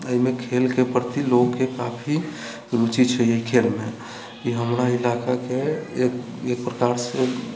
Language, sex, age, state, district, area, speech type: Maithili, male, 45-60, Bihar, Sitamarhi, rural, spontaneous